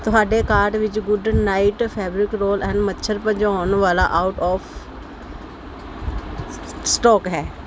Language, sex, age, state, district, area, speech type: Punjabi, female, 30-45, Punjab, Pathankot, urban, read